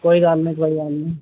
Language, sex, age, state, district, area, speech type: Dogri, male, 30-45, Jammu and Kashmir, Udhampur, urban, conversation